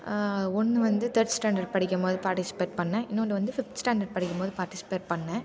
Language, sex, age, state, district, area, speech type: Tamil, female, 18-30, Tamil Nadu, Thanjavur, rural, spontaneous